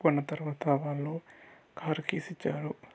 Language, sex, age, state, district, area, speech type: Telugu, male, 18-30, Andhra Pradesh, Sri Balaji, rural, spontaneous